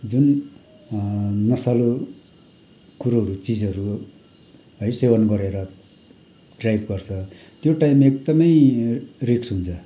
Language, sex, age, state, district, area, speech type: Nepali, male, 45-60, West Bengal, Kalimpong, rural, spontaneous